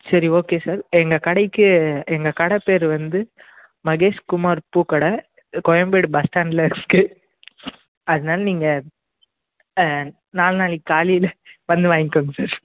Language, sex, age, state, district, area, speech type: Tamil, male, 18-30, Tamil Nadu, Chennai, urban, conversation